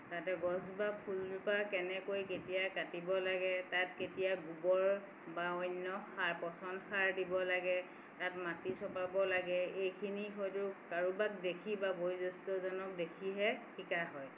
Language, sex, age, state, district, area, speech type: Assamese, female, 45-60, Assam, Tinsukia, urban, spontaneous